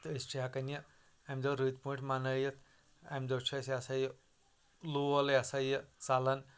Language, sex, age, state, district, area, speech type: Kashmiri, male, 30-45, Jammu and Kashmir, Anantnag, rural, spontaneous